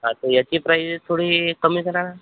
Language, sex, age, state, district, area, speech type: Marathi, male, 45-60, Maharashtra, Amravati, rural, conversation